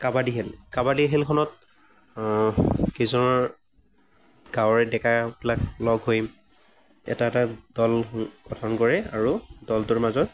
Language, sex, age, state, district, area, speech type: Assamese, male, 18-30, Assam, Morigaon, rural, spontaneous